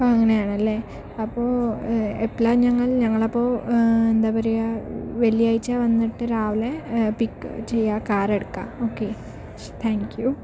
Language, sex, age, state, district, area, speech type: Malayalam, female, 18-30, Kerala, Palakkad, rural, spontaneous